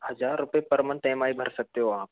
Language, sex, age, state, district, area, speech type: Hindi, male, 18-30, Rajasthan, Karauli, rural, conversation